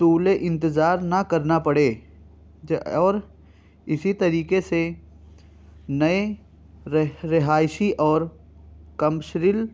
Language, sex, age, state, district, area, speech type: Urdu, male, 18-30, Uttar Pradesh, Balrampur, rural, spontaneous